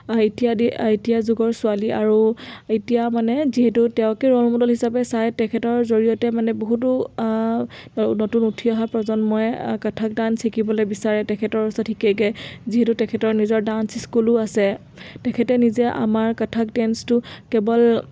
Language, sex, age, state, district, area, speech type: Assamese, female, 18-30, Assam, Dhemaji, rural, spontaneous